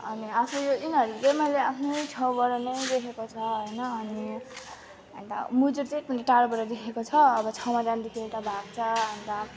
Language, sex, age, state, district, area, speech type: Nepali, female, 18-30, West Bengal, Alipurduar, rural, spontaneous